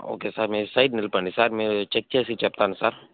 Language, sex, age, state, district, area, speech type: Telugu, male, 30-45, Andhra Pradesh, Chittoor, rural, conversation